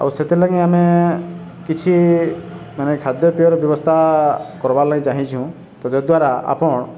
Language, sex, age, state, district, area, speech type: Odia, male, 30-45, Odisha, Balangir, urban, spontaneous